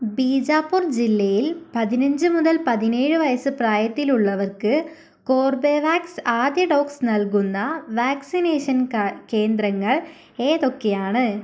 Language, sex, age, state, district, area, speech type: Malayalam, female, 18-30, Kerala, Kozhikode, rural, read